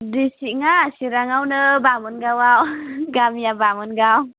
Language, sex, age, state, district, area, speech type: Bodo, female, 18-30, Assam, Chirang, rural, conversation